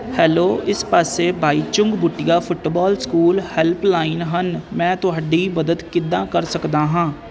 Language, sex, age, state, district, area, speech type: Punjabi, male, 18-30, Punjab, Firozpur, rural, read